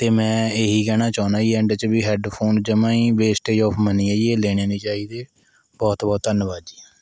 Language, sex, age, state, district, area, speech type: Punjabi, male, 18-30, Punjab, Mohali, rural, spontaneous